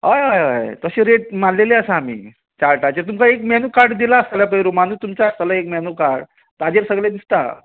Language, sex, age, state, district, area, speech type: Goan Konkani, male, 30-45, Goa, Ponda, rural, conversation